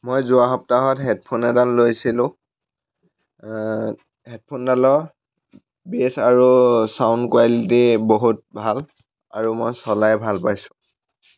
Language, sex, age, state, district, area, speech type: Assamese, male, 18-30, Assam, Lakhimpur, rural, spontaneous